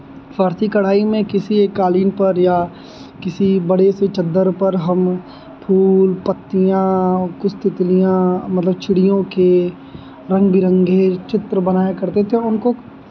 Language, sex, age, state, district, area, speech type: Hindi, male, 18-30, Uttar Pradesh, Azamgarh, rural, spontaneous